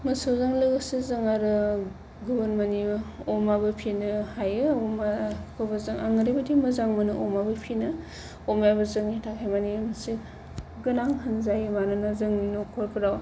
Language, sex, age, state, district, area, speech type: Bodo, female, 30-45, Assam, Kokrajhar, rural, spontaneous